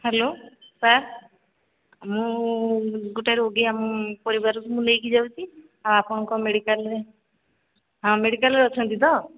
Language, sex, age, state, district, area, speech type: Odia, female, 45-60, Odisha, Sambalpur, rural, conversation